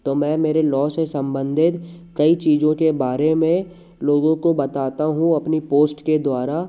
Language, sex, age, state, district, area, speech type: Hindi, male, 30-45, Madhya Pradesh, Jabalpur, urban, spontaneous